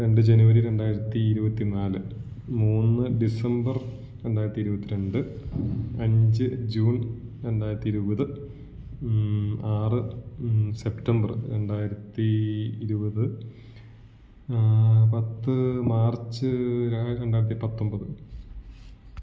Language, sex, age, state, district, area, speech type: Malayalam, male, 18-30, Kerala, Idukki, rural, spontaneous